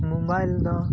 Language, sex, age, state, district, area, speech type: Santali, male, 18-30, Jharkhand, Pakur, rural, spontaneous